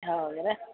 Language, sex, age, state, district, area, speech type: Kannada, female, 60+, Karnataka, Gadag, rural, conversation